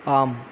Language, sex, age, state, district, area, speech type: Tamil, male, 30-45, Tamil Nadu, Sivaganga, rural, read